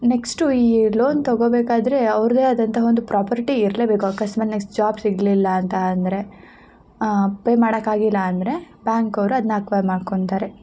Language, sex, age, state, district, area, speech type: Kannada, female, 18-30, Karnataka, Chikkamagaluru, rural, spontaneous